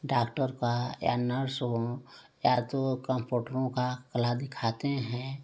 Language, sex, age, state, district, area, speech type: Hindi, female, 45-60, Uttar Pradesh, Prayagraj, rural, spontaneous